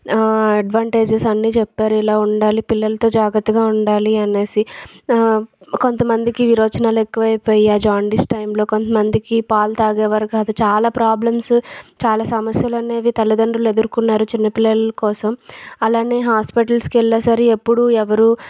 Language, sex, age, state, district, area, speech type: Telugu, female, 30-45, Andhra Pradesh, Vizianagaram, rural, spontaneous